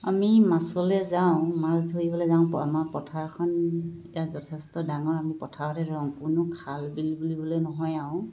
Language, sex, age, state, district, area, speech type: Assamese, female, 60+, Assam, Dibrugarh, urban, spontaneous